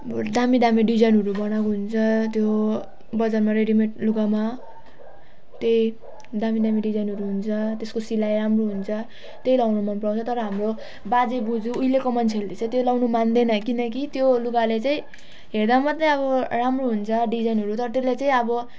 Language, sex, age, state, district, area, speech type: Nepali, female, 18-30, West Bengal, Jalpaiguri, urban, spontaneous